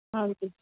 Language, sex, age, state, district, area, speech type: Punjabi, female, 30-45, Punjab, Muktsar, urban, conversation